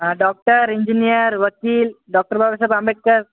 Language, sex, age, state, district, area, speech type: Marathi, male, 18-30, Maharashtra, Hingoli, urban, conversation